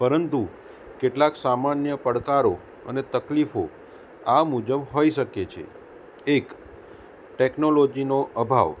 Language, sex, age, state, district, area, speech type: Gujarati, male, 30-45, Gujarat, Kheda, urban, spontaneous